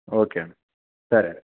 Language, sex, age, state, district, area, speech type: Telugu, male, 18-30, Telangana, Kamareddy, urban, conversation